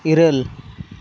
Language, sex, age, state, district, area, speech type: Santali, male, 18-30, Jharkhand, Seraikela Kharsawan, rural, read